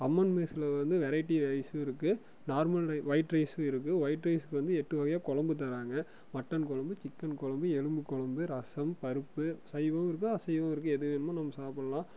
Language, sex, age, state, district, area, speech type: Tamil, male, 18-30, Tamil Nadu, Erode, rural, spontaneous